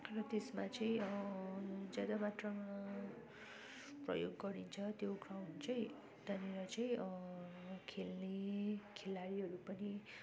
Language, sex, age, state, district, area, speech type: Nepali, female, 30-45, West Bengal, Darjeeling, rural, spontaneous